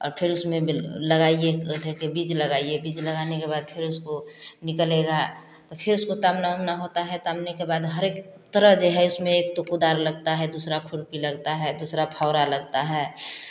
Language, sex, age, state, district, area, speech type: Hindi, female, 45-60, Bihar, Samastipur, rural, spontaneous